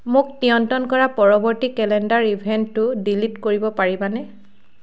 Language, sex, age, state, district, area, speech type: Assamese, female, 30-45, Assam, Sivasagar, rural, read